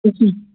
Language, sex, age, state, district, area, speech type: Kashmiri, male, 30-45, Jammu and Kashmir, Pulwama, rural, conversation